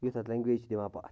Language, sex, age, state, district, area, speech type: Kashmiri, male, 30-45, Jammu and Kashmir, Bandipora, rural, spontaneous